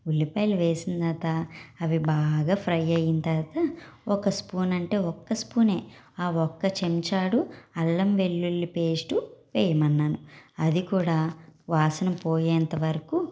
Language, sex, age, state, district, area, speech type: Telugu, female, 45-60, Andhra Pradesh, N T Rama Rao, rural, spontaneous